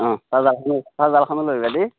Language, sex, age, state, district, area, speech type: Assamese, male, 18-30, Assam, Darrang, rural, conversation